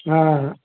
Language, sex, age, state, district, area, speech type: Kannada, male, 45-60, Karnataka, Belgaum, rural, conversation